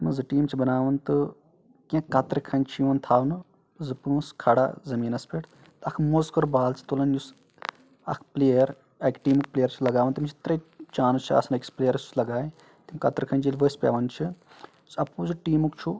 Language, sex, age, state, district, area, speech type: Kashmiri, male, 18-30, Jammu and Kashmir, Shopian, urban, spontaneous